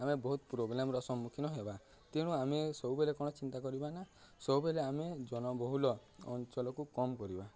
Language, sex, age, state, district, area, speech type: Odia, male, 18-30, Odisha, Nuapada, urban, spontaneous